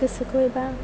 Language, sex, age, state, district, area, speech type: Bodo, female, 18-30, Assam, Chirang, rural, spontaneous